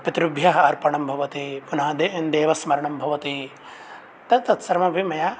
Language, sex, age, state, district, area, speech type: Sanskrit, male, 18-30, Bihar, Begusarai, rural, spontaneous